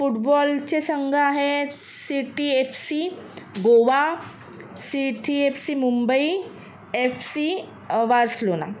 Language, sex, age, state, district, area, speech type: Marathi, female, 30-45, Maharashtra, Mumbai Suburban, urban, spontaneous